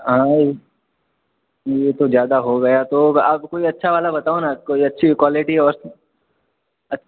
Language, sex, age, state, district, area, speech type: Hindi, male, 18-30, Rajasthan, Jodhpur, urban, conversation